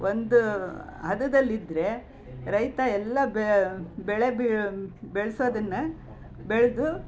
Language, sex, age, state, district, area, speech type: Kannada, female, 60+, Karnataka, Mysore, rural, spontaneous